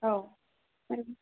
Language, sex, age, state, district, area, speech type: Bodo, female, 18-30, Assam, Kokrajhar, rural, conversation